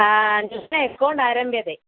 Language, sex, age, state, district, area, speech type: Sanskrit, female, 18-30, Kerala, Kozhikode, rural, conversation